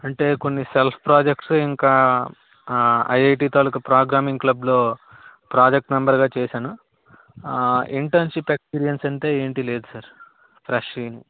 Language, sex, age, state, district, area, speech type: Telugu, male, 18-30, Andhra Pradesh, Vizianagaram, rural, conversation